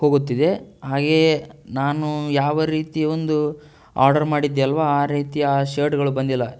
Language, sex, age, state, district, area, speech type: Kannada, male, 18-30, Karnataka, Tumkur, rural, spontaneous